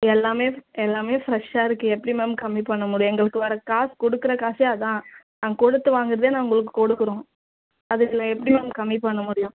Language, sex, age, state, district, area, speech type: Tamil, female, 18-30, Tamil Nadu, Tiruvallur, urban, conversation